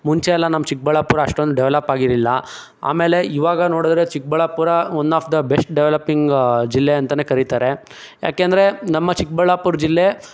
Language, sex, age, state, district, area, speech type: Kannada, male, 18-30, Karnataka, Chikkaballapur, rural, spontaneous